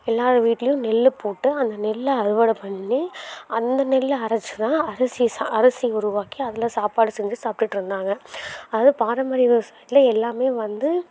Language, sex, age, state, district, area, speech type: Tamil, female, 18-30, Tamil Nadu, Karur, rural, spontaneous